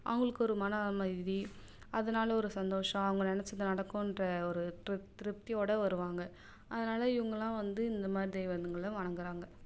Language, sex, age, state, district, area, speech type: Tamil, female, 18-30, Tamil Nadu, Cuddalore, rural, spontaneous